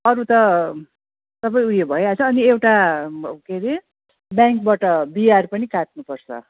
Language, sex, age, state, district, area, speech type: Nepali, female, 45-60, West Bengal, Jalpaiguri, urban, conversation